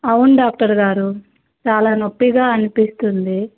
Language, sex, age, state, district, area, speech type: Telugu, female, 18-30, Andhra Pradesh, Krishna, urban, conversation